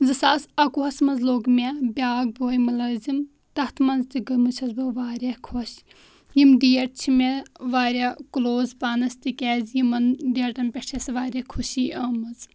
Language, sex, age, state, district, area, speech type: Kashmiri, female, 18-30, Jammu and Kashmir, Kulgam, rural, spontaneous